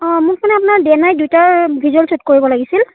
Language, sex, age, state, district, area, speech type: Assamese, female, 30-45, Assam, Dibrugarh, rural, conversation